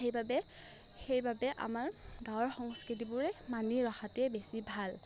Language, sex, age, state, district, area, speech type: Assamese, female, 18-30, Assam, Morigaon, rural, spontaneous